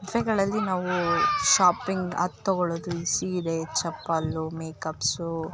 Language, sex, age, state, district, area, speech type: Kannada, female, 18-30, Karnataka, Chikkamagaluru, rural, spontaneous